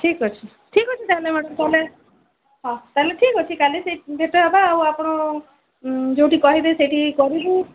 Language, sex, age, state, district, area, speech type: Odia, female, 45-60, Odisha, Sundergarh, rural, conversation